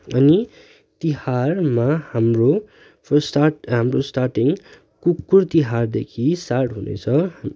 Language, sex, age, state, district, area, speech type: Nepali, male, 18-30, West Bengal, Darjeeling, rural, spontaneous